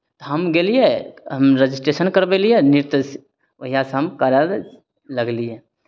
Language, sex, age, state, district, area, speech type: Maithili, male, 30-45, Bihar, Begusarai, urban, spontaneous